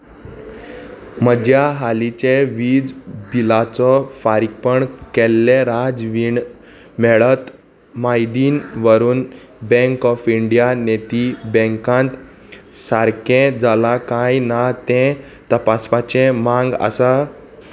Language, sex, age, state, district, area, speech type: Goan Konkani, male, 18-30, Goa, Salcete, urban, read